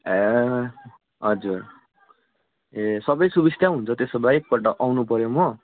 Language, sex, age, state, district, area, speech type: Nepali, male, 45-60, West Bengal, Darjeeling, rural, conversation